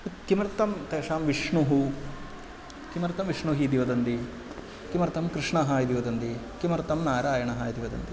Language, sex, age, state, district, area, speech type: Sanskrit, male, 30-45, Kerala, Ernakulam, urban, spontaneous